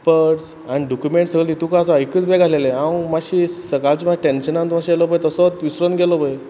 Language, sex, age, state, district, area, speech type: Goan Konkani, male, 30-45, Goa, Quepem, rural, spontaneous